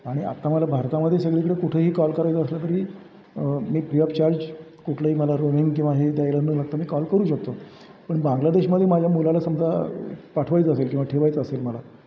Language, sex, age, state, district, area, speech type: Marathi, male, 60+, Maharashtra, Satara, urban, spontaneous